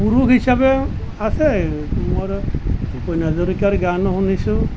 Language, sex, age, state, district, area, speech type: Assamese, male, 60+, Assam, Nalbari, rural, spontaneous